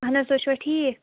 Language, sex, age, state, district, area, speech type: Kashmiri, female, 30-45, Jammu and Kashmir, Shopian, urban, conversation